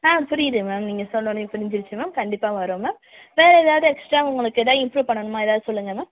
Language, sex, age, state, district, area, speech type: Tamil, female, 18-30, Tamil Nadu, Thanjavur, urban, conversation